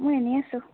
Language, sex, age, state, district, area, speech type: Assamese, female, 18-30, Assam, Tinsukia, urban, conversation